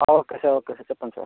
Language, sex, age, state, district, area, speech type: Telugu, male, 60+, Andhra Pradesh, Vizianagaram, rural, conversation